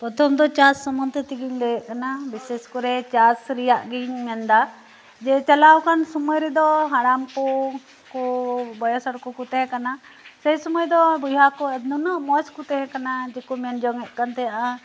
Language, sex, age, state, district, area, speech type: Santali, female, 45-60, West Bengal, Birbhum, rural, spontaneous